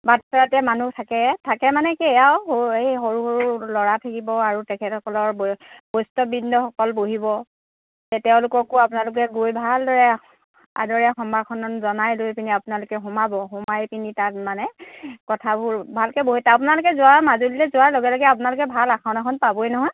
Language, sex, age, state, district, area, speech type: Assamese, female, 60+, Assam, Lakhimpur, urban, conversation